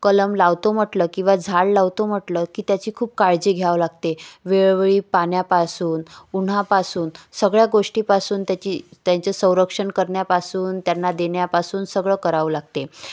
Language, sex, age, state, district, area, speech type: Marathi, female, 30-45, Maharashtra, Wardha, rural, spontaneous